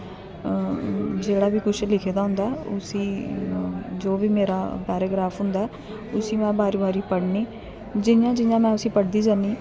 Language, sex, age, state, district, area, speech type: Dogri, female, 18-30, Jammu and Kashmir, Kathua, rural, spontaneous